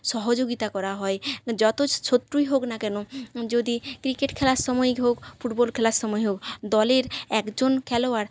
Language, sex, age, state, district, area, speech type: Bengali, female, 45-60, West Bengal, Jhargram, rural, spontaneous